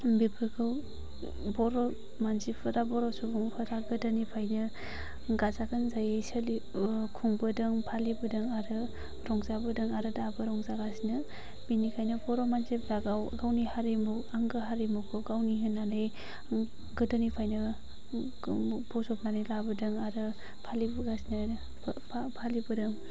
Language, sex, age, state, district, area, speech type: Bodo, female, 45-60, Assam, Chirang, urban, spontaneous